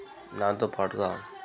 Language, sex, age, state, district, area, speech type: Telugu, male, 30-45, Telangana, Jangaon, rural, spontaneous